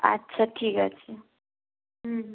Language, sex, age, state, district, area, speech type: Bengali, female, 18-30, West Bengal, Purba Medinipur, rural, conversation